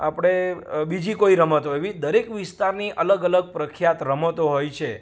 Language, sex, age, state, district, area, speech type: Gujarati, male, 30-45, Gujarat, Rajkot, rural, spontaneous